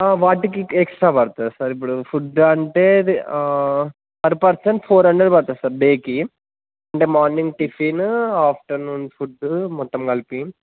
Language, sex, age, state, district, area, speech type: Telugu, male, 18-30, Telangana, Suryapet, urban, conversation